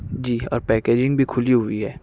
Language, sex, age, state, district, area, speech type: Urdu, male, 45-60, Maharashtra, Nashik, urban, spontaneous